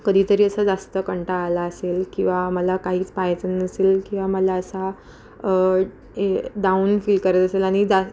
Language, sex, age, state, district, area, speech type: Marathi, female, 18-30, Maharashtra, Ratnagiri, urban, spontaneous